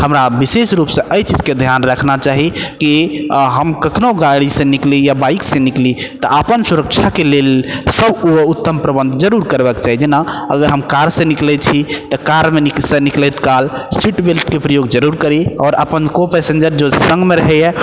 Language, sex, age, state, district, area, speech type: Maithili, male, 18-30, Bihar, Purnia, urban, spontaneous